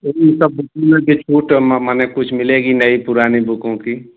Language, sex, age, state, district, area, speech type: Hindi, male, 45-60, Uttar Pradesh, Mau, urban, conversation